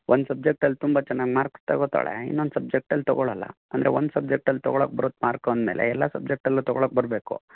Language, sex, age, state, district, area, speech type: Kannada, male, 45-60, Karnataka, Chitradurga, rural, conversation